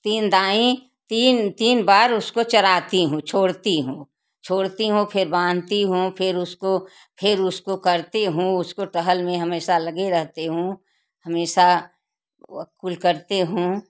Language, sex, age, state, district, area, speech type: Hindi, female, 60+, Uttar Pradesh, Jaunpur, rural, spontaneous